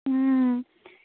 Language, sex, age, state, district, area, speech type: Bengali, female, 18-30, West Bengal, Birbhum, urban, conversation